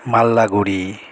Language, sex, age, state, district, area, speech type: Bengali, male, 30-45, West Bengal, Alipurduar, rural, spontaneous